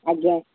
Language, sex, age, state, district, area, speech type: Odia, female, 60+, Odisha, Gajapati, rural, conversation